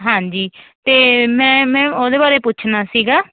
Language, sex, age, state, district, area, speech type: Punjabi, female, 30-45, Punjab, Barnala, urban, conversation